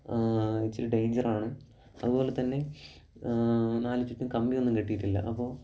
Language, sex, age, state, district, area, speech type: Malayalam, male, 18-30, Kerala, Kollam, rural, spontaneous